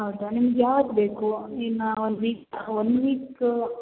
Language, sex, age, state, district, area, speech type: Kannada, female, 18-30, Karnataka, Hassan, urban, conversation